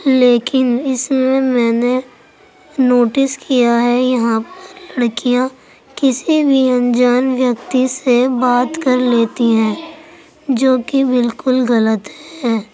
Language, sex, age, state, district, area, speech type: Urdu, female, 45-60, Uttar Pradesh, Gautam Buddha Nagar, rural, spontaneous